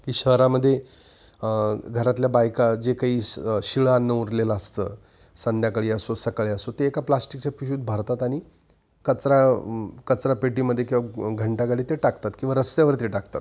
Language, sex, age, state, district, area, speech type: Marathi, male, 45-60, Maharashtra, Nashik, urban, spontaneous